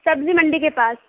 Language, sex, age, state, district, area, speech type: Urdu, female, 18-30, Uttar Pradesh, Balrampur, rural, conversation